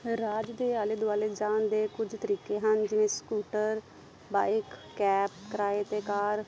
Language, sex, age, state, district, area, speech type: Punjabi, female, 30-45, Punjab, Amritsar, urban, spontaneous